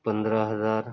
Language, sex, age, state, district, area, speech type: Urdu, male, 60+, Uttar Pradesh, Gautam Buddha Nagar, urban, spontaneous